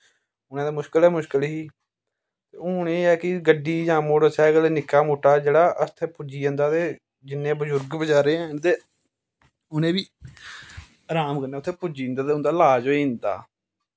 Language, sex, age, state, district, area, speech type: Dogri, male, 30-45, Jammu and Kashmir, Samba, rural, spontaneous